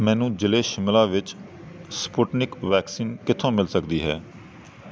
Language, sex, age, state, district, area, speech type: Punjabi, male, 30-45, Punjab, Kapurthala, urban, read